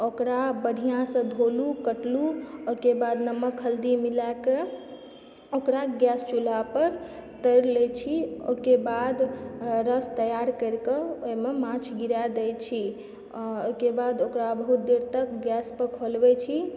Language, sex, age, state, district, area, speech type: Maithili, female, 18-30, Bihar, Supaul, rural, spontaneous